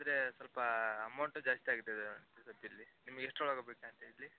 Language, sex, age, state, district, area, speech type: Kannada, male, 18-30, Karnataka, Koppal, urban, conversation